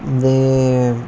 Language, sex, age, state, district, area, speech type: Dogri, male, 30-45, Jammu and Kashmir, Jammu, rural, spontaneous